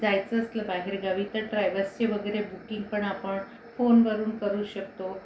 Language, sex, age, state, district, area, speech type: Marathi, female, 45-60, Maharashtra, Amravati, urban, spontaneous